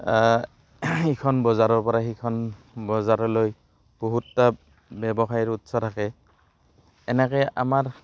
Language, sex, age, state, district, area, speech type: Assamese, male, 30-45, Assam, Barpeta, rural, spontaneous